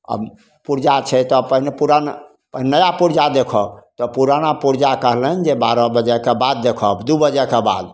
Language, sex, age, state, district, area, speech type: Maithili, male, 60+, Bihar, Samastipur, rural, spontaneous